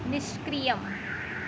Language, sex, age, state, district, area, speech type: Sanskrit, female, 45-60, Maharashtra, Nagpur, urban, read